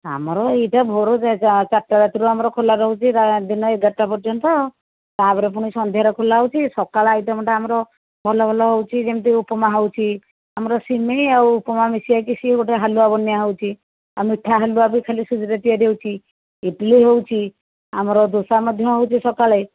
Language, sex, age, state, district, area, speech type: Odia, female, 60+, Odisha, Jajpur, rural, conversation